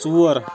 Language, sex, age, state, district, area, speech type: Kashmiri, male, 18-30, Jammu and Kashmir, Anantnag, rural, read